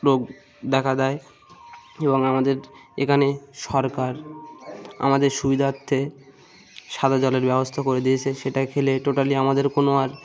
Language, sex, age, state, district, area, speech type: Bengali, male, 45-60, West Bengal, Birbhum, urban, spontaneous